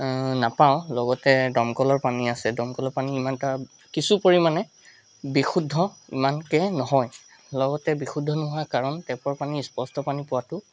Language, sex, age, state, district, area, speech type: Assamese, male, 18-30, Assam, Charaideo, urban, spontaneous